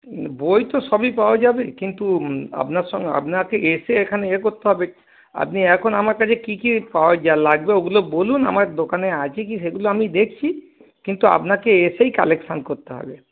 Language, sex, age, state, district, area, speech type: Bengali, male, 45-60, West Bengal, Darjeeling, rural, conversation